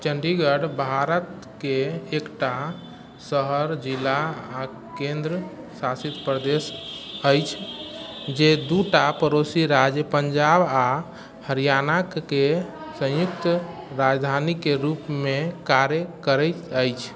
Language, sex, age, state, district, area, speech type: Maithili, male, 45-60, Bihar, Sitamarhi, rural, read